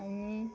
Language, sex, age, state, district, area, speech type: Goan Konkani, female, 30-45, Goa, Murmgao, rural, spontaneous